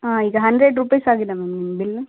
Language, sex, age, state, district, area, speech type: Kannada, female, 18-30, Karnataka, Vijayanagara, rural, conversation